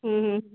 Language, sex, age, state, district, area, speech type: Marathi, female, 45-60, Maharashtra, Nagpur, urban, conversation